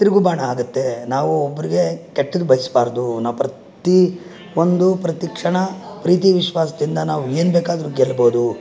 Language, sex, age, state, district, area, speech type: Kannada, male, 60+, Karnataka, Bangalore Urban, rural, spontaneous